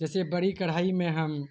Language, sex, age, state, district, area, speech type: Urdu, male, 18-30, Bihar, Purnia, rural, spontaneous